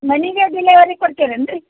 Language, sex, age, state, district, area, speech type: Kannada, female, 30-45, Karnataka, Gadag, rural, conversation